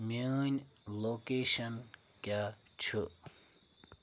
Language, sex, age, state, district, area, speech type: Kashmiri, male, 30-45, Jammu and Kashmir, Bandipora, rural, read